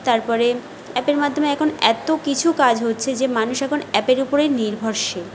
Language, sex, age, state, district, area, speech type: Bengali, female, 45-60, West Bengal, Jhargram, rural, spontaneous